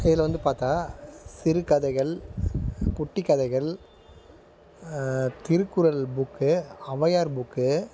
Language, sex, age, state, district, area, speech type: Tamil, male, 45-60, Tamil Nadu, Tiruvannamalai, rural, spontaneous